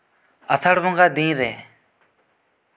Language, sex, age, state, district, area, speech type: Santali, male, 18-30, West Bengal, Bankura, rural, spontaneous